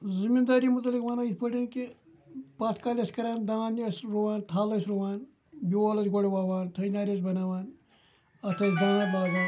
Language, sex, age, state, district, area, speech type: Kashmiri, male, 45-60, Jammu and Kashmir, Ganderbal, rural, spontaneous